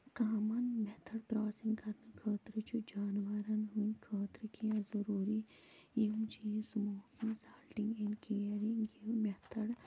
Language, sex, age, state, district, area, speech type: Kashmiri, female, 45-60, Jammu and Kashmir, Kulgam, rural, spontaneous